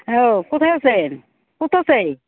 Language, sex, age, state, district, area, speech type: Assamese, female, 45-60, Assam, Goalpara, rural, conversation